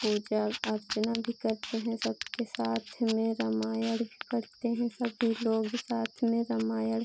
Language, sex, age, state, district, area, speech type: Hindi, female, 18-30, Uttar Pradesh, Pratapgarh, urban, spontaneous